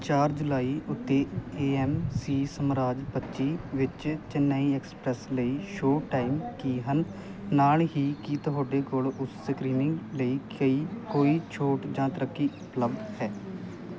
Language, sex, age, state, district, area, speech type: Punjabi, male, 18-30, Punjab, Muktsar, rural, read